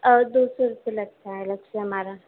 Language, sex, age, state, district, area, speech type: Urdu, female, 18-30, Uttar Pradesh, Gautam Buddha Nagar, urban, conversation